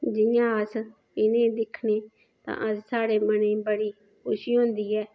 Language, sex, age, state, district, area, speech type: Dogri, female, 30-45, Jammu and Kashmir, Udhampur, rural, spontaneous